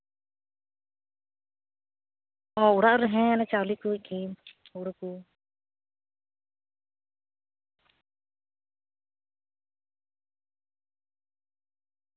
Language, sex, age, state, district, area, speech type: Santali, female, 30-45, West Bengal, Paschim Bardhaman, rural, conversation